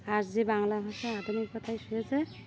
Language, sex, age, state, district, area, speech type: Bengali, female, 18-30, West Bengal, Uttar Dinajpur, urban, spontaneous